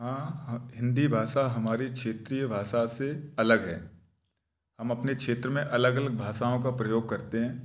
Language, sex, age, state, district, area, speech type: Hindi, male, 30-45, Madhya Pradesh, Gwalior, urban, spontaneous